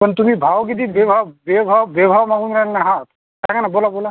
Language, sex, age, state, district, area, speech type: Marathi, male, 30-45, Maharashtra, Amravati, rural, conversation